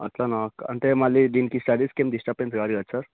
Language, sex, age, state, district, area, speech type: Telugu, male, 18-30, Telangana, Vikarabad, urban, conversation